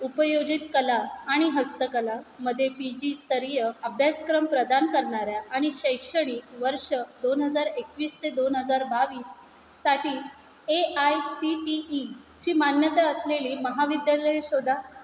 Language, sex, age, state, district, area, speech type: Marathi, female, 30-45, Maharashtra, Mumbai Suburban, urban, read